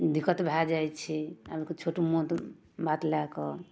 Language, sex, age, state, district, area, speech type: Maithili, female, 30-45, Bihar, Darbhanga, rural, spontaneous